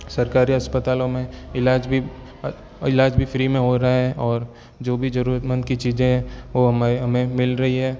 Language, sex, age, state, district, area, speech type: Hindi, male, 18-30, Rajasthan, Jodhpur, urban, spontaneous